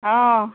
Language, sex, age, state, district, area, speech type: Assamese, female, 45-60, Assam, Lakhimpur, rural, conversation